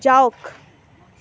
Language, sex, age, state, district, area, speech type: Assamese, female, 18-30, Assam, Morigaon, rural, read